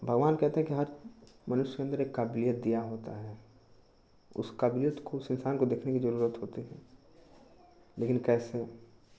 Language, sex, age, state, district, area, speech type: Hindi, male, 18-30, Uttar Pradesh, Chandauli, urban, spontaneous